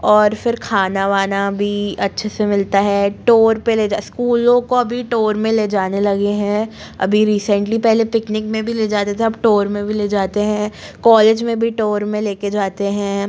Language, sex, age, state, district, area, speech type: Hindi, female, 18-30, Madhya Pradesh, Jabalpur, urban, spontaneous